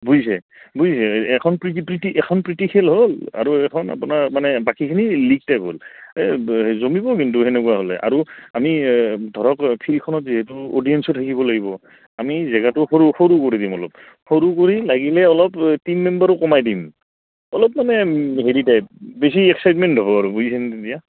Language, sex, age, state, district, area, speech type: Assamese, male, 30-45, Assam, Goalpara, urban, conversation